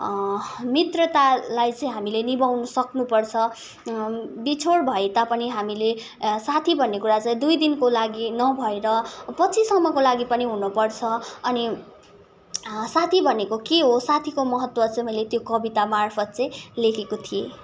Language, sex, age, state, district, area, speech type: Nepali, female, 18-30, West Bengal, Kalimpong, rural, spontaneous